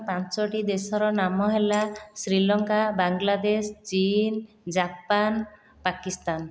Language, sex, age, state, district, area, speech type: Odia, female, 30-45, Odisha, Khordha, rural, spontaneous